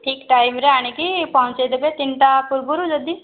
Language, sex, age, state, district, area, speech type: Odia, female, 18-30, Odisha, Jajpur, rural, conversation